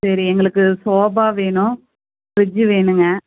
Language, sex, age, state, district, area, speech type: Tamil, female, 30-45, Tamil Nadu, Erode, rural, conversation